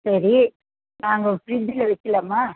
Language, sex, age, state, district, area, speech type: Tamil, female, 60+, Tamil Nadu, Vellore, rural, conversation